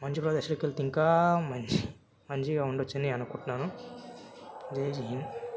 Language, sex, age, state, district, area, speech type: Telugu, male, 18-30, Telangana, Medchal, urban, spontaneous